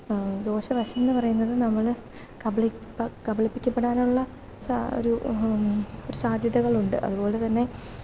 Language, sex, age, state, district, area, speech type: Malayalam, female, 18-30, Kerala, Kottayam, rural, spontaneous